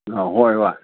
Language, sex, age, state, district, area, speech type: Manipuri, male, 60+, Manipur, Imphal East, rural, conversation